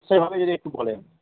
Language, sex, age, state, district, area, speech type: Bengali, male, 45-60, West Bengal, Hooghly, rural, conversation